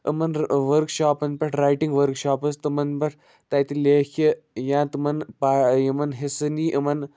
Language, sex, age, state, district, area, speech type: Kashmiri, male, 45-60, Jammu and Kashmir, Budgam, rural, spontaneous